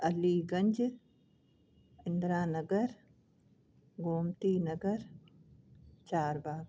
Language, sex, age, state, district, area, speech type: Sindhi, female, 60+, Uttar Pradesh, Lucknow, urban, spontaneous